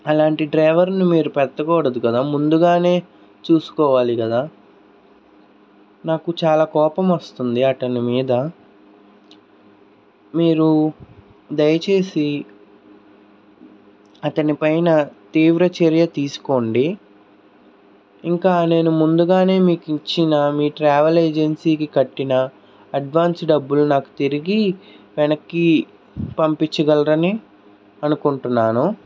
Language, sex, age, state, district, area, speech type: Telugu, male, 60+, Andhra Pradesh, Krishna, urban, spontaneous